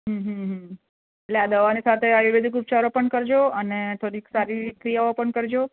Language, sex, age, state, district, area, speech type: Gujarati, female, 45-60, Gujarat, Surat, urban, conversation